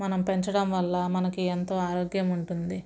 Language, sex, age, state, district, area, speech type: Telugu, female, 45-60, Andhra Pradesh, Guntur, rural, spontaneous